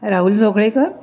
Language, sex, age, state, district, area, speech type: Marathi, female, 60+, Maharashtra, Pune, urban, spontaneous